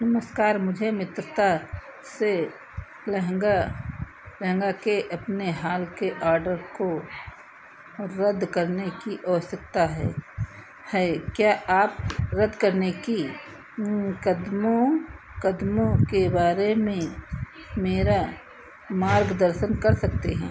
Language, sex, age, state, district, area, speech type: Hindi, female, 60+, Uttar Pradesh, Sitapur, rural, read